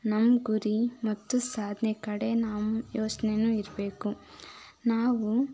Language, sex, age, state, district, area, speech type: Kannada, female, 18-30, Karnataka, Chitradurga, rural, spontaneous